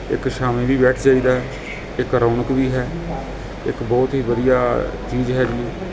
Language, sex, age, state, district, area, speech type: Punjabi, male, 30-45, Punjab, Gurdaspur, urban, spontaneous